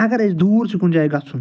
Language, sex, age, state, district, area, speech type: Kashmiri, male, 60+, Jammu and Kashmir, Srinagar, urban, spontaneous